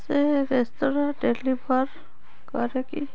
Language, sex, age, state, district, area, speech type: Odia, female, 45-60, Odisha, Cuttack, urban, read